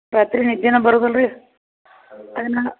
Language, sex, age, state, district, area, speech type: Kannada, female, 60+, Karnataka, Belgaum, urban, conversation